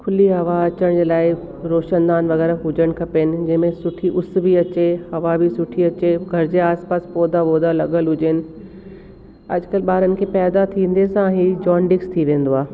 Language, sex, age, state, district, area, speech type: Sindhi, female, 45-60, Delhi, South Delhi, urban, spontaneous